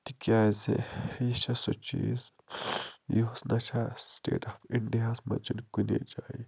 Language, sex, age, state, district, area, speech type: Kashmiri, male, 30-45, Jammu and Kashmir, Budgam, rural, spontaneous